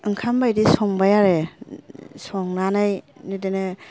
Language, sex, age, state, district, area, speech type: Bodo, female, 30-45, Assam, Kokrajhar, rural, spontaneous